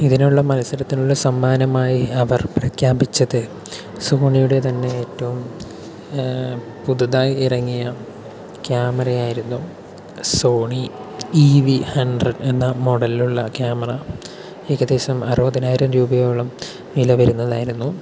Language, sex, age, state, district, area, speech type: Malayalam, male, 18-30, Kerala, Palakkad, rural, spontaneous